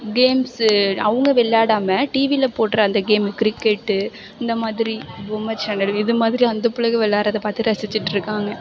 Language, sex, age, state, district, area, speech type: Tamil, female, 18-30, Tamil Nadu, Mayiladuthurai, urban, spontaneous